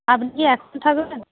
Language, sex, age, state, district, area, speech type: Bengali, female, 45-60, West Bengal, Purba Medinipur, rural, conversation